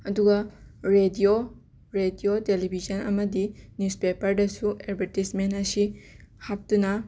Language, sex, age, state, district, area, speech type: Manipuri, female, 18-30, Manipur, Imphal West, rural, spontaneous